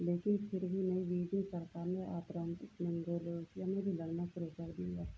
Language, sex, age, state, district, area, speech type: Hindi, female, 60+, Uttar Pradesh, Ayodhya, rural, read